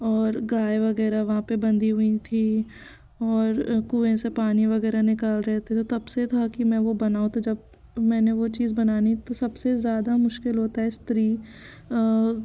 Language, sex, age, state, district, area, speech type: Hindi, female, 18-30, Madhya Pradesh, Jabalpur, urban, spontaneous